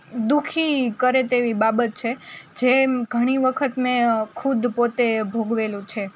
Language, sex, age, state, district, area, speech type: Gujarati, female, 18-30, Gujarat, Rajkot, rural, spontaneous